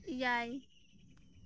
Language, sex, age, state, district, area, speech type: Santali, female, 30-45, West Bengal, Birbhum, rural, read